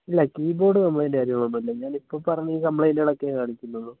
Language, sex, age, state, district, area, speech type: Malayalam, male, 18-30, Kerala, Wayanad, rural, conversation